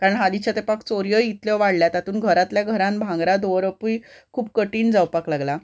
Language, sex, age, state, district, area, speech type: Goan Konkani, female, 30-45, Goa, Ponda, rural, spontaneous